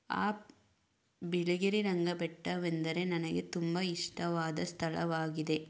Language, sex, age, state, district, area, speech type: Kannada, female, 18-30, Karnataka, Chamarajanagar, rural, spontaneous